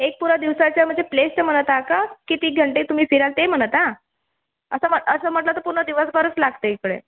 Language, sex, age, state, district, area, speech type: Marathi, female, 18-30, Maharashtra, Nagpur, urban, conversation